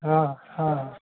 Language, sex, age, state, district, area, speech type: Maithili, male, 18-30, Bihar, Sitamarhi, rural, conversation